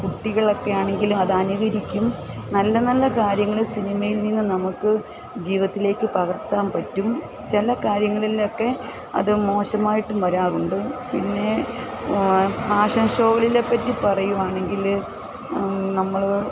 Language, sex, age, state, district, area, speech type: Malayalam, female, 45-60, Kerala, Kottayam, rural, spontaneous